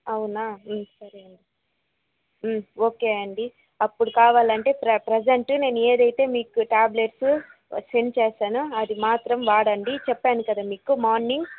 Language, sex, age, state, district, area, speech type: Telugu, female, 18-30, Andhra Pradesh, Chittoor, urban, conversation